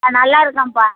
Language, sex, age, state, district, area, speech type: Tamil, female, 60+, Tamil Nadu, Madurai, rural, conversation